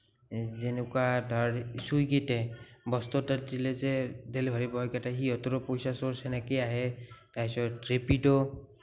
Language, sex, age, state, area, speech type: Assamese, male, 18-30, Assam, rural, spontaneous